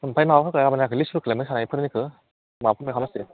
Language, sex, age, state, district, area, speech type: Bodo, male, 18-30, Assam, Udalguri, urban, conversation